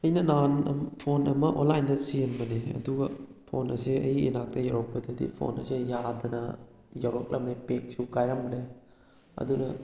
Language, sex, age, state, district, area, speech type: Manipuri, male, 18-30, Manipur, Kakching, rural, spontaneous